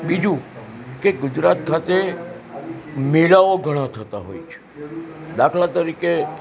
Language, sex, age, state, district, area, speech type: Gujarati, male, 60+, Gujarat, Narmada, urban, spontaneous